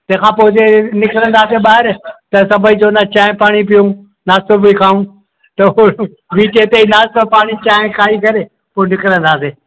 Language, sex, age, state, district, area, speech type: Sindhi, male, 60+, Madhya Pradesh, Indore, urban, conversation